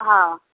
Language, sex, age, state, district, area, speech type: Sindhi, female, 45-60, Maharashtra, Mumbai Suburban, urban, conversation